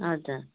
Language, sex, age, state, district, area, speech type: Nepali, female, 45-60, West Bengal, Darjeeling, rural, conversation